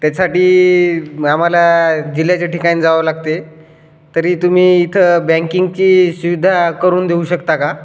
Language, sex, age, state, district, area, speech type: Marathi, male, 18-30, Maharashtra, Hingoli, rural, spontaneous